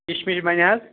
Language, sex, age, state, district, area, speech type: Kashmiri, male, 30-45, Jammu and Kashmir, Anantnag, rural, conversation